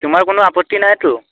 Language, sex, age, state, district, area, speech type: Assamese, male, 18-30, Assam, Dhemaji, rural, conversation